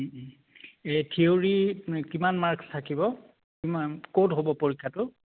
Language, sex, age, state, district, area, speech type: Assamese, male, 45-60, Assam, Biswanath, rural, conversation